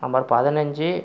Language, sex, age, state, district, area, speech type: Tamil, male, 45-60, Tamil Nadu, Pudukkottai, rural, spontaneous